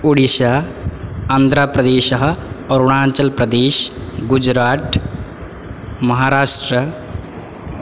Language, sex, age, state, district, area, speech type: Sanskrit, male, 18-30, Odisha, Balangir, rural, spontaneous